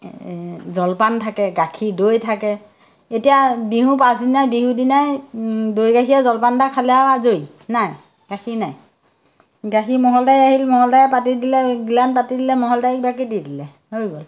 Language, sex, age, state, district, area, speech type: Assamese, female, 60+, Assam, Majuli, urban, spontaneous